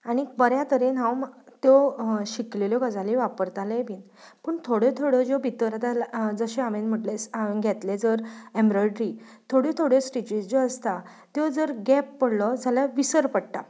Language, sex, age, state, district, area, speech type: Goan Konkani, female, 30-45, Goa, Ponda, rural, spontaneous